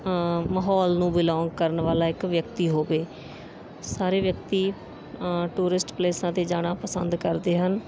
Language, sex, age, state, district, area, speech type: Punjabi, female, 18-30, Punjab, Bathinda, rural, spontaneous